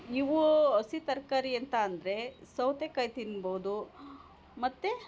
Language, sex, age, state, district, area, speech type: Kannada, female, 45-60, Karnataka, Hassan, urban, spontaneous